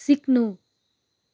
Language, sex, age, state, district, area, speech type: Nepali, female, 30-45, West Bengal, Darjeeling, urban, read